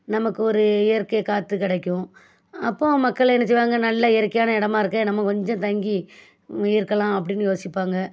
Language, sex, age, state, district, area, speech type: Tamil, female, 45-60, Tamil Nadu, Thoothukudi, rural, spontaneous